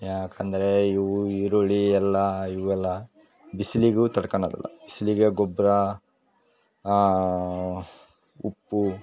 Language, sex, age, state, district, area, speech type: Kannada, male, 30-45, Karnataka, Vijayanagara, rural, spontaneous